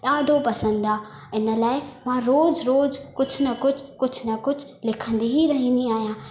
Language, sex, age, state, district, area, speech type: Sindhi, female, 18-30, Madhya Pradesh, Katni, rural, spontaneous